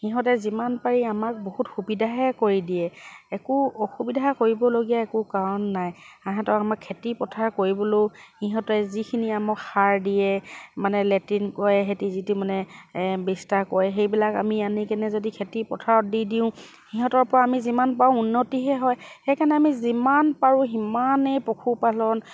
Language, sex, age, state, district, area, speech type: Assamese, female, 45-60, Assam, Dibrugarh, rural, spontaneous